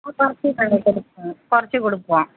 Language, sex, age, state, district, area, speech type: Tamil, female, 45-60, Tamil Nadu, Virudhunagar, rural, conversation